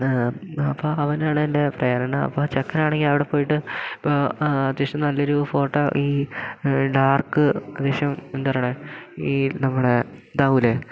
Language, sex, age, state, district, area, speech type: Malayalam, male, 18-30, Kerala, Idukki, rural, spontaneous